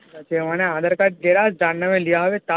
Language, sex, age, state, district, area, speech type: Bengali, male, 18-30, West Bengal, Darjeeling, rural, conversation